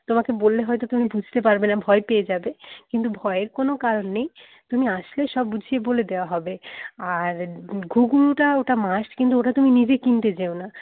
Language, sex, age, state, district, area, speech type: Bengali, female, 30-45, West Bengal, Paschim Medinipur, rural, conversation